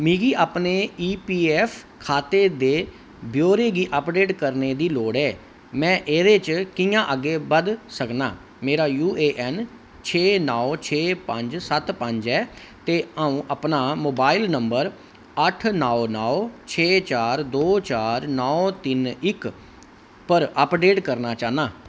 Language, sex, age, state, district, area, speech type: Dogri, male, 45-60, Jammu and Kashmir, Kathua, urban, read